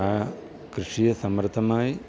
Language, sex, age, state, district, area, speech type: Malayalam, male, 45-60, Kerala, Idukki, rural, spontaneous